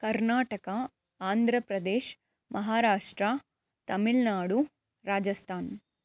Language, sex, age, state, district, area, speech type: Kannada, female, 18-30, Karnataka, Chikkaballapur, urban, spontaneous